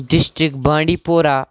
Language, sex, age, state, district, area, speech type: Kashmiri, male, 18-30, Jammu and Kashmir, Kupwara, rural, spontaneous